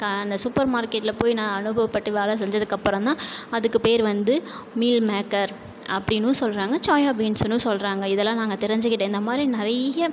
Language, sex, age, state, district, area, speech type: Tamil, male, 30-45, Tamil Nadu, Cuddalore, rural, spontaneous